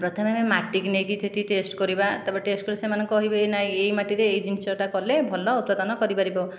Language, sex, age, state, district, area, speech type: Odia, female, 30-45, Odisha, Khordha, rural, spontaneous